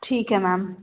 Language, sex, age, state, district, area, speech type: Hindi, female, 18-30, Madhya Pradesh, Jabalpur, urban, conversation